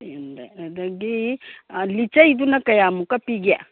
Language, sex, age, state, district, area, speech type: Manipuri, female, 60+, Manipur, Imphal East, rural, conversation